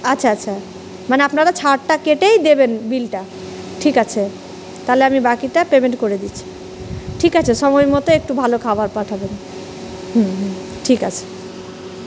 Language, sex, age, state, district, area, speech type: Bengali, female, 18-30, West Bengal, Malda, urban, spontaneous